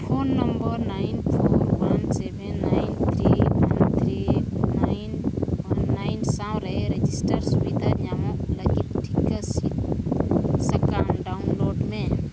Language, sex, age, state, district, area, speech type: Santali, female, 45-60, Jharkhand, East Singhbhum, rural, read